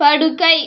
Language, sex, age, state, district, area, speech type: Tamil, female, 18-30, Tamil Nadu, Cuddalore, rural, read